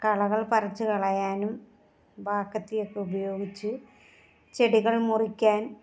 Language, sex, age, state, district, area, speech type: Malayalam, female, 45-60, Kerala, Alappuzha, rural, spontaneous